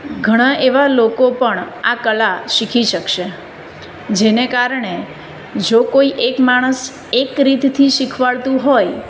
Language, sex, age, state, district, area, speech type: Gujarati, female, 30-45, Gujarat, Surat, urban, spontaneous